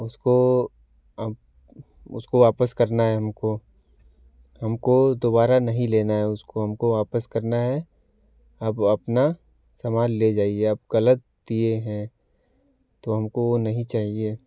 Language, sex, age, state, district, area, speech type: Hindi, male, 18-30, Uttar Pradesh, Varanasi, rural, spontaneous